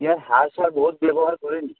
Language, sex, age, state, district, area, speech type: Assamese, male, 18-30, Assam, Sivasagar, rural, conversation